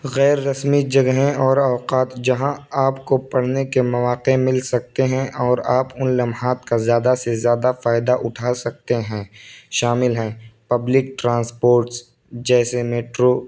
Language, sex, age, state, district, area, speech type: Urdu, male, 18-30, Uttar Pradesh, Balrampur, rural, spontaneous